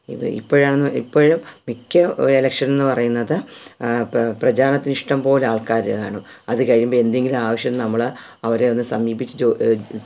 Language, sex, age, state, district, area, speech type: Malayalam, female, 45-60, Kerala, Thiruvananthapuram, urban, spontaneous